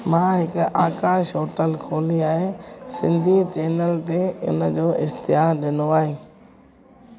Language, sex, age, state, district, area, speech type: Sindhi, female, 45-60, Gujarat, Junagadh, rural, spontaneous